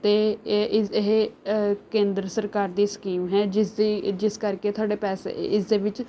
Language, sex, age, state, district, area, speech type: Punjabi, female, 18-30, Punjab, Rupnagar, urban, spontaneous